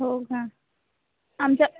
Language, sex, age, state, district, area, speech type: Marathi, female, 18-30, Maharashtra, Amravati, urban, conversation